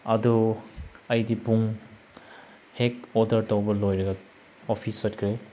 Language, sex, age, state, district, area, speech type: Manipuri, male, 30-45, Manipur, Chandel, rural, spontaneous